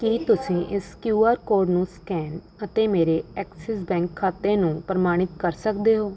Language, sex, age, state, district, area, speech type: Punjabi, female, 18-30, Punjab, Rupnagar, urban, read